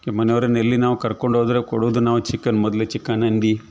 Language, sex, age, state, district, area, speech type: Kannada, male, 45-60, Karnataka, Udupi, rural, spontaneous